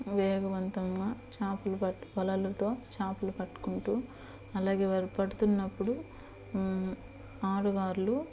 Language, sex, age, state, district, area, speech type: Telugu, female, 30-45, Andhra Pradesh, Eluru, urban, spontaneous